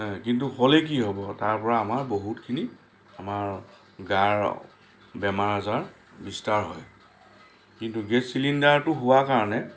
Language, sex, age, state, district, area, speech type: Assamese, male, 60+, Assam, Lakhimpur, urban, spontaneous